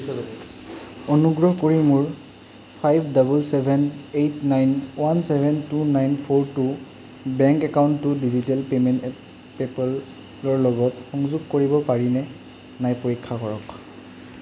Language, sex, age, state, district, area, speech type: Assamese, male, 18-30, Assam, Nalbari, rural, read